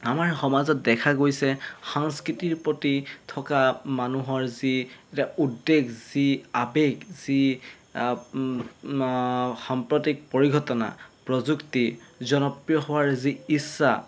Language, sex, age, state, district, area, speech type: Assamese, male, 30-45, Assam, Golaghat, urban, spontaneous